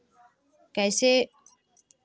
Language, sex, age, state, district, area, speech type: Urdu, female, 30-45, Bihar, Khagaria, rural, spontaneous